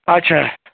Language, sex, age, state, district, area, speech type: Kashmiri, male, 18-30, Jammu and Kashmir, Budgam, rural, conversation